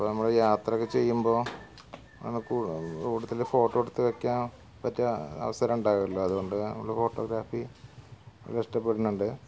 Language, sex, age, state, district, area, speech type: Malayalam, male, 45-60, Kerala, Malappuram, rural, spontaneous